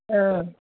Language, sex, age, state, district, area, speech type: Nepali, female, 60+, West Bengal, Jalpaiguri, rural, conversation